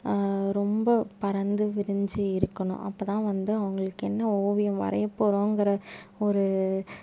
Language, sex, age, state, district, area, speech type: Tamil, female, 18-30, Tamil Nadu, Tiruppur, rural, spontaneous